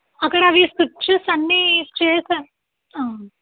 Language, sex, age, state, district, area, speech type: Telugu, female, 30-45, Andhra Pradesh, N T Rama Rao, urban, conversation